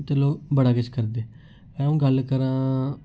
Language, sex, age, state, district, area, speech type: Dogri, male, 18-30, Jammu and Kashmir, Reasi, urban, spontaneous